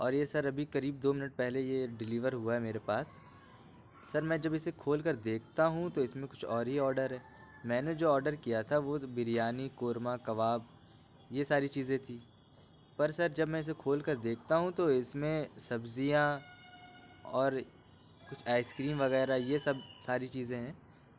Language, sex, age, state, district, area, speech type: Urdu, male, 18-30, Uttar Pradesh, Lucknow, urban, spontaneous